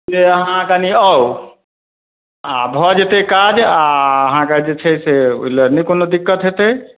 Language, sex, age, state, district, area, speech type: Maithili, male, 45-60, Bihar, Madhubani, rural, conversation